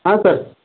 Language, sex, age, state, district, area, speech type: Kannada, male, 30-45, Karnataka, Bidar, urban, conversation